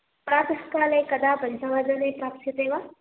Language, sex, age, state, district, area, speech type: Sanskrit, female, 18-30, Karnataka, Dakshina Kannada, rural, conversation